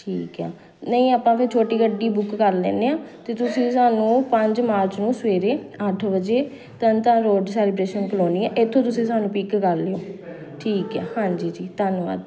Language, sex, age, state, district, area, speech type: Punjabi, female, 30-45, Punjab, Amritsar, urban, spontaneous